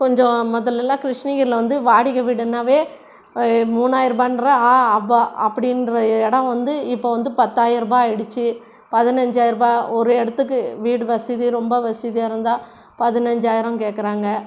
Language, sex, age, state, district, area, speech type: Tamil, female, 60+, Tamil Nadu, Krishnagiri, rural, spontaneous